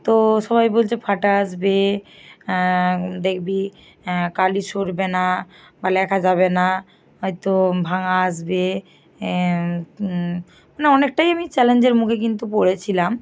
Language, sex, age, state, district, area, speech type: Bengali, female, 45-60, West Bengal, Bankura, urban, spontaneous